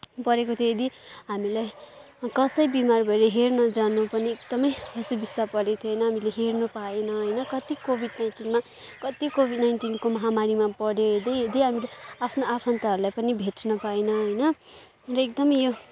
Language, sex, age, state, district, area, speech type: Nepali, female, 18-30, West Bengal, Kalimpong, rural, spontaneous